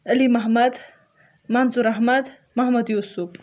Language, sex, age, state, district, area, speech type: Kashmiri, female, 18-30, Jammu and Kashmir, Budgam, rural, spontaneous